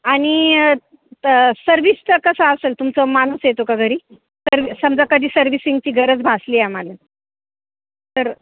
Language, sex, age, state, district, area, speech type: Marathi, female, 45-60, Maharashtra, Ahmednagar, rural, conversation